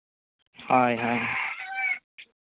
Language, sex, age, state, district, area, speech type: Santali, male, 18-30, Jharkhand, East Singhbhum, rural, conversation